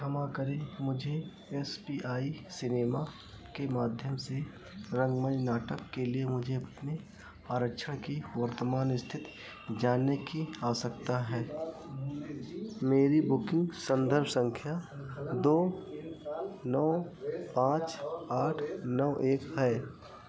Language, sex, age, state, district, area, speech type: Hindi, male, 45-60, Uttar Pradesh, Ayodhya, rural, read